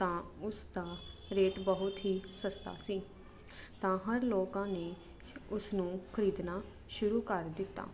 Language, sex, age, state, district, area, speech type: Punjabi, female, 18-30, Punjab, Jalandhar, urban, spontaneous